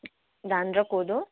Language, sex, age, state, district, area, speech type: Nepali, female, 18-30, West Bengal, Kalimpong, rural, conversation